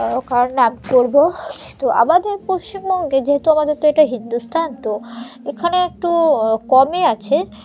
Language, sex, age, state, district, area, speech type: Bengali, female, 18-30, West Bengal, Murshidabad, urban, spontaneous